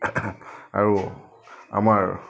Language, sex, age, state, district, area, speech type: Assamese, male, 45-60, Assam, Udalguri, rural, spontaneous